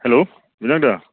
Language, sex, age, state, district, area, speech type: Assamese, male, 30-45, Assam, Goalpara, urban, conversation